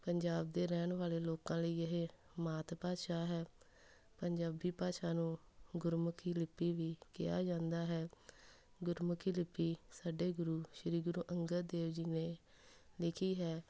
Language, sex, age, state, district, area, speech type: Punjabi, female, 18-30, Punjab, Tarn Taran, rural, spontaneous